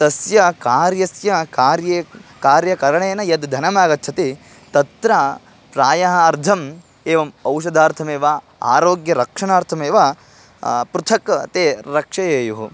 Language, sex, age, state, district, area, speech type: Sanskrit, male, 18-30, Karnataka, Bangalore Rural, rural, spontaneous